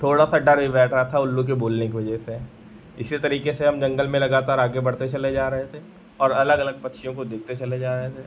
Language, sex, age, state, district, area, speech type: Hindi, male, 45-60, Uttar Pradesh, Lucknow, rural, spontaneous